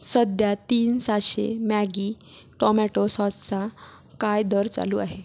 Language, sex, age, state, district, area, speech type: Marathi, female, 30-45, Maharashtra, Buldhana, rural, read